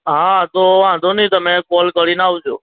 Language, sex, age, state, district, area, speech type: Gujarati, male, 45-60, Gujarat, Aravalli, urban, conversation